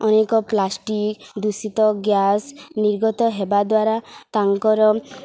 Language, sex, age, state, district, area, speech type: Odia, female, 18-30, Odisha, Subarnapur, rural, spontaneous